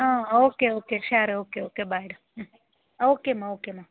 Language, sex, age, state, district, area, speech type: Tamil, female, 18-30, Tamil Nadu, Vellore, urban, conversation